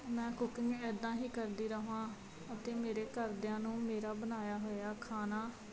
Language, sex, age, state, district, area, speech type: Punjabi, female, 30-45, Punjab, Muktsar, urban, spontaneous